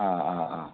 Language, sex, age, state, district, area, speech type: Malayalam, male, 30-45, Kerala, Malappuram, rural, conversation